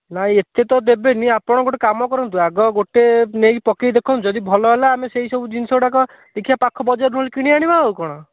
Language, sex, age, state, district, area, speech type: Odia, male, 18-30, Odisha, Bhadrak, rural, conversation